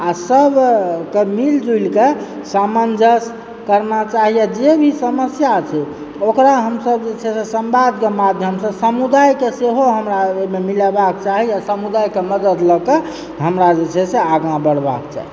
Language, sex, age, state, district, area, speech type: Maithili, male, 30-45, Bihar, Supaul, urban, spontaneous